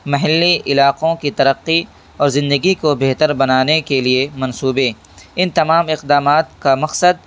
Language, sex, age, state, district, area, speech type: Urdu, male, 18-30, Delhi, East Delhi, urban, spontaneous